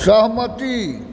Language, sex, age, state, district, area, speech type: Maithili, male, 60+, Bihar, Supaul, rural, read